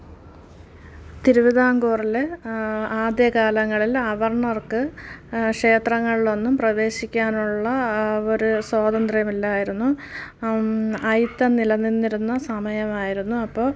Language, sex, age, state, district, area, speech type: Malayalam, female, 30-45, Kerala, Thiruvananthapuram, rural, spontaneous